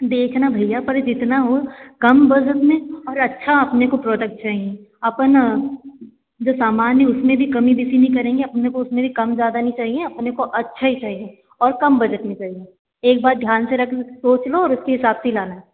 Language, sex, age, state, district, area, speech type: Hindi, female, 30-45, Madhya Pradesh, Betul, urban, conversation